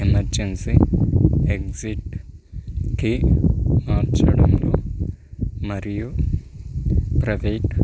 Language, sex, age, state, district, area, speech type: Telugu, male, 30-45, Andhra Pradesh, Nellore, urban, read